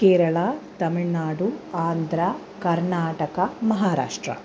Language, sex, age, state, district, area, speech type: Sanskrit, female, 30-45, Kerala, Ernakulam, urban, spontaneous